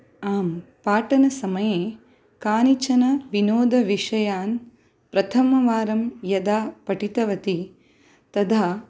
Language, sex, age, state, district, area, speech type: Sanskrit, female, 30-45, Karnataka, Udupi, urban, spontaneous